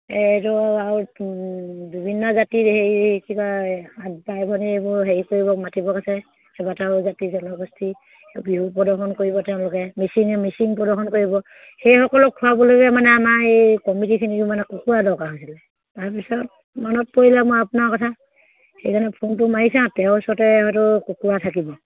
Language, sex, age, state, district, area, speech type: Assamese, female, 30-45, Assam, Sivasagar, rural, conversation